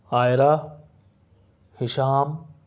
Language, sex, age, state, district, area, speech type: Urdu, male, 30-45, Delhi, South Delhi, urban, spontaneous